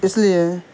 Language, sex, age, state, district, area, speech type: Urdu, male, 18-30, Bihar, Saharsa, rural, spontaneous